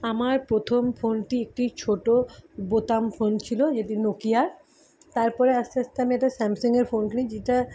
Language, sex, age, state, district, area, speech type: Bengali, female, 30-45, West Bengal, Kolkata, urban, spontaneous